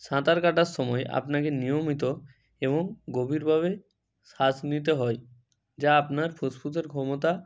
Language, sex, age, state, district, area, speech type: Bengali, male, 30-45, West Bengal, Bankura, urban, spontaneous